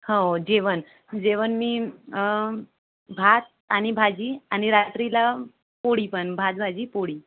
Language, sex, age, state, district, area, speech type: Marathi, female, 18-30, Maharashtra, Gondia, rural, conversation